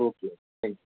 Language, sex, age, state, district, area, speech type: Marathi, male, 30-45, Maharashtra, Osmanabad, rural, conversation